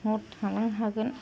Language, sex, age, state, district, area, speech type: Bodo, female, 45-60, Assam, Kokrajhar, rural, spontaneous